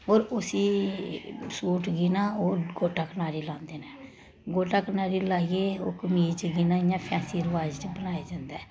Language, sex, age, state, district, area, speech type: Dogri, female, 30-45, Jammu and Kashmir, Samba, urban, spontaneous